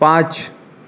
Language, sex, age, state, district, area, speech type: Urdu, male, 18-30, Uttar Pradesh, Shahjahanpur, urban, read